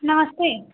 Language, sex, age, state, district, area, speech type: Hindi, female, 18-30, Uttar Pradesh, Ghazipur, urban, conversation